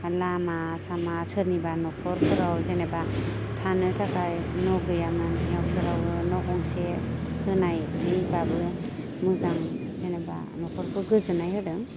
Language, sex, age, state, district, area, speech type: Bodo, female, 18-30, Assam, Baksa, rural, spontaneous